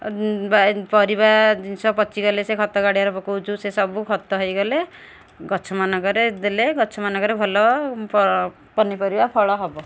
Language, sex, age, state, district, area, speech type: Odia, female, 30-45, Odisha, Kendujhar, urban, spontaneous